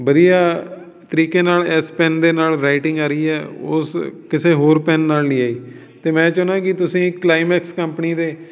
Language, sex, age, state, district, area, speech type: Punjabi, male, 45-60, Punjab, Fatehgarh Sahib, urban, spontaneous